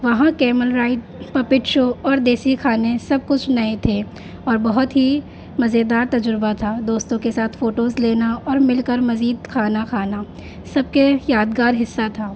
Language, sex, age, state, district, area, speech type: Urdu, female, 18-30, Delhi, North East Delhi, urban, spontaneous